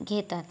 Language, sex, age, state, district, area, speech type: Marathi, female, 18-30, Maharashtra, Yavatmal, rural, spontaneous